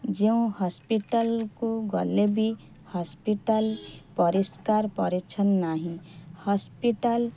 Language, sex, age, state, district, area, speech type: Odia, female, 30-45, Odisha, Kendrapara, urban, spontaneous